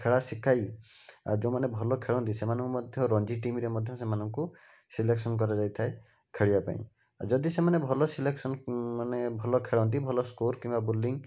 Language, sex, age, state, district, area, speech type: Odia, male, 60+, Odisha, Bhadrak, rural, spontaneous